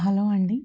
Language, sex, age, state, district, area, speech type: Telugu, female, 30-45, Telangana, Warangal, urban, spontaneous